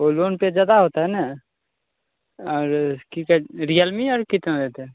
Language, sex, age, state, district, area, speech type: Hindi, male, 18-30, Bihar, Begusarai, rural, conversation